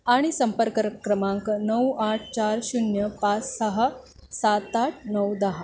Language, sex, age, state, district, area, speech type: Marathi, female, 45-60, Maharashtra, Thane, rural, spontaneous